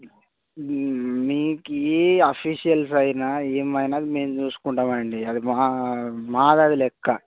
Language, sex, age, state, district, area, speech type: Telugu, male, 18-30, Telangana, Nirmal, rural, conversation